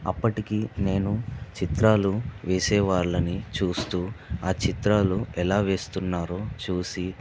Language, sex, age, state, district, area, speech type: Telugu, male, 18-30, Telangana, Vikarabad, urban, spontaneous